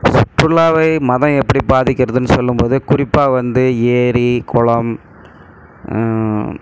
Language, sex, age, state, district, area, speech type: Tamil, male, 45-60, Tamil Nadu, Krishnagiri, rural, spontaneous